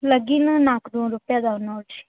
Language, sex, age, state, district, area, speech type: Kannada, female, 18-30, Karnataka, Gadag, urban, conversation